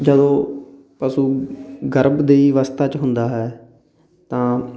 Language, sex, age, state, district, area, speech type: Punjabi, male, 30-45, Punjab, Muktsar, urban, spontaneous